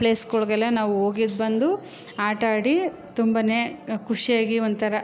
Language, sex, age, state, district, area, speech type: Kannada, female, 30-45, Karnataka, Chamarajanagar, rural, spontaneous